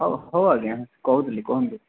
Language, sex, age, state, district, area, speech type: Odia, male, 45-60, Odisha, Nuapada, urban, conversation